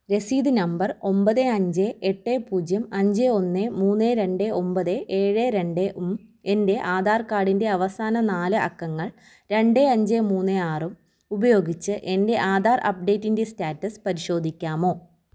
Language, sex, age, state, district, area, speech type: Malayalam, female, 30-45, Kerala, Thiruvananthapuram, rural, read